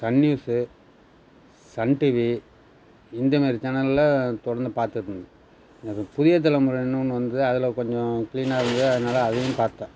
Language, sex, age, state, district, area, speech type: Tamil, male, 60+, Tamil Nadu, Nagapattinam, rural, spontaneous